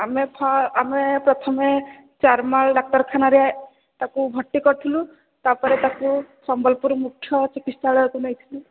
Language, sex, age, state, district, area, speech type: Odia, female, 18-30, Odisha, Sambalpur, rural, conversation